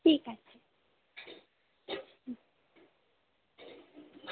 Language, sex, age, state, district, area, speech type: Bengali, female, 18-30, West Bengal, Alipurduar, rural, conversation